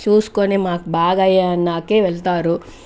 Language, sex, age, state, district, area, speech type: Telugu, female, 60+, Andhra Pradesh, Chittoor, urban, spontaneous